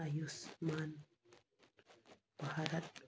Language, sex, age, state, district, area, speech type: Manipuri, female, 45-60, Manipur, Churachandpur, urban, read